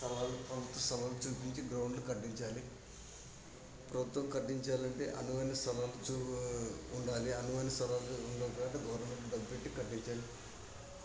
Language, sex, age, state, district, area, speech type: Telugu, male, 45-60, Andhra Pradesh, Kadapa, rural, spontaneous